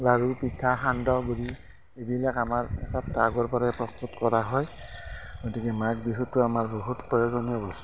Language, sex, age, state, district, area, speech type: Assamese, male, 45-60, Assam, Barpeta, rural, spontaneous